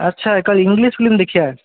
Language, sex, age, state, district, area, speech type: Odia, male, 45-60, Odisha, Bhadrak, rural, conversation